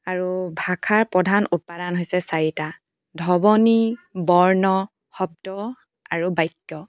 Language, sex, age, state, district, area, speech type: Assamese, female, 18-30, Assam, Tinsukia, urban, spontaneous